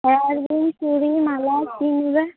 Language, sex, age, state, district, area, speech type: Bengali, female, 30-45, West Bengal, Uttar Dinajpur, urban, conversation